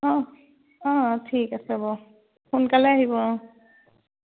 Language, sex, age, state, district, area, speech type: Assamese, female, 60+, Assam, Tinsukia, rural, conversation